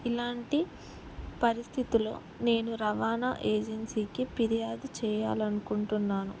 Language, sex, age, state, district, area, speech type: Telugu, female, 18-30, Telangana, Ranga Reddy, urban, spontaneous